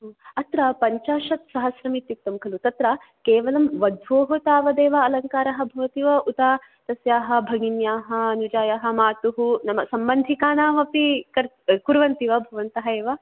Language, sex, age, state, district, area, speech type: Sanskrit, female, 18-30, Kerala, Kasaragod, rural, conversation